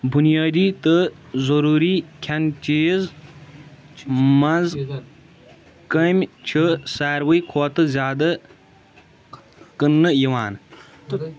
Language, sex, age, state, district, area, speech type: Kashmiri, male, 18-30, Jammu and Kashmir, Shopian, rural, read